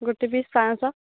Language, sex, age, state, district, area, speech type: Odia, female, 18-30, Odisha, Jagatsinghpur, rural, conversation